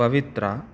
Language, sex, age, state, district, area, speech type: Kannada, male, 30-45, Karnataka, Chikkaballapur, urban, spontaneous